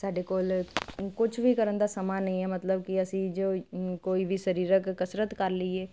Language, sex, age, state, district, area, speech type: Punjabi, female, 30-45, Punjab, Kapurthala, urban, spontaneous